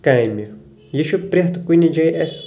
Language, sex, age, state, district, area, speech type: Kashmiri, male, 30-45, Jammu and Kashmir, Shopian, urban, spontaneous